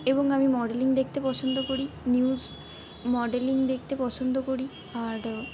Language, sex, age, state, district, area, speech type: Bengali, female, 45-60, West Bengal, Purba Bardhaman, rural, spontaneous